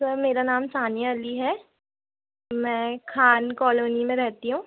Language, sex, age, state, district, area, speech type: Hindi, female, 18-30, Madhya Pradesh, Chhindwara, urban, conversation